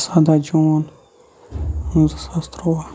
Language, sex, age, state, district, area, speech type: Kashmiri, male, 18-30, Jammu and Kashmir, Shopian, rural, spontaneous